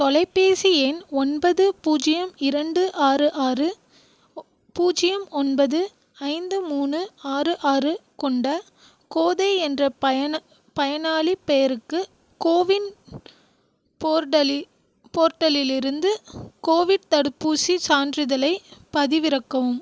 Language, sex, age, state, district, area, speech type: Tamil, female, 18-30, Tamil Nadu, Krishnagiri, rural, read